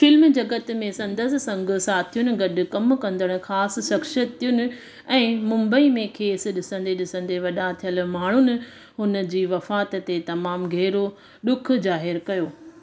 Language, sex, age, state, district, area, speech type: Sindhi, female, 30-45, Gujarat, Surat, urban, read